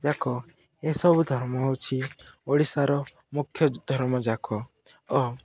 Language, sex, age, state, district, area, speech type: Odia, male, 18-30, Odisha, Koraput, urban, spontaneous